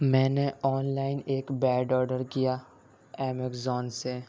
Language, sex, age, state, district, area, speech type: Urdu, male, 18-30, Delhi, Central Delhi, urban, spontaneous